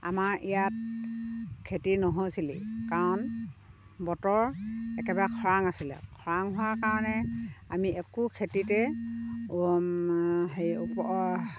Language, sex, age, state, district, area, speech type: Assamese, female, 60+, Assam, Dhemaji, rural, spontaneous